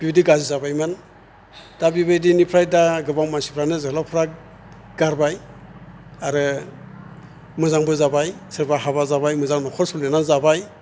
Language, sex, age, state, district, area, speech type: Bodo, male, 60+, Assam, Chirang, rural, spontaneous